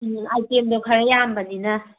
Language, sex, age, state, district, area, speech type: Manipuri, female, 18-30, Manipur, Kangpokpi, urban, conversation